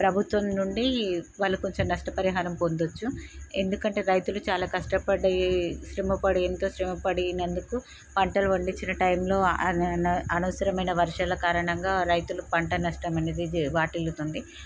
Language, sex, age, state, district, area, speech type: Telugu, female, 30-45, Telangana, Peddapalli, rural, spontaneous